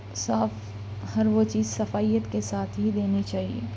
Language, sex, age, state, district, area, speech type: Urdu, female, 30-45, Telangana, Hyderabad, urban, spontaneous